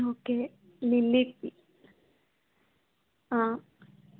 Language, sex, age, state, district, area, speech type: Telugu, female, 18-30, Andhra Pradesh, East Godavari, urban, conversation